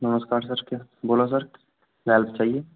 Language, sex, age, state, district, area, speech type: Hindi, male, 18-30, Rajasthan, Bharatpur, rural, conversation